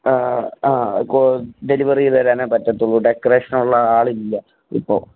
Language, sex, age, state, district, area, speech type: Malayalam, male, 18-30, Kerala, Kottayam, rural, conversation